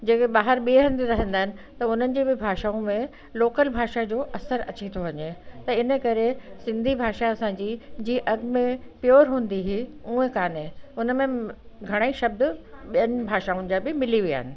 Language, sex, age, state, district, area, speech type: Sindhi, female, 60+, Delhi, South Delhi, urban, spontaneous